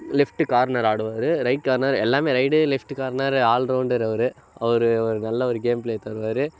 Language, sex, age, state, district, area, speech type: Tamil, male, 18-30, Tamil Nadu, Kallakurichi, urban, spontaneous